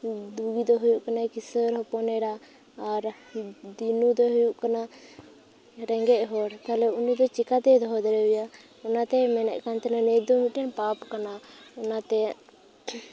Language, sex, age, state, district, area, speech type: Santali, female, 18-30, West Bengal, Purba Medinipur, rural, spontaneous